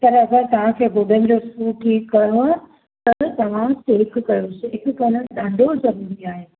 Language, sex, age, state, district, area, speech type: Sindhi, female, 45-60, Maharashtra, Mumbai Suburban, urban, conversation